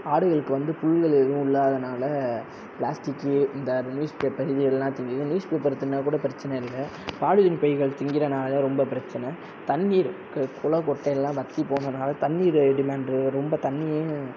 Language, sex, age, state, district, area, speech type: Tamil, male, 30-45, Tamil Nadu, Sivaganga, rural, spontaneous